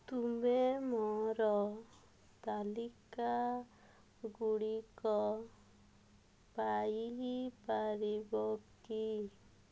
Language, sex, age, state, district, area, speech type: Odia, female, 30-45, Odisha, Rayagada, rural, read